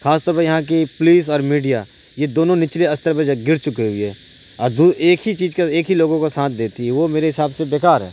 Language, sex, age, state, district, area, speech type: Urdu, male, 30-45, Bihar, Supaul, urban, spontaneous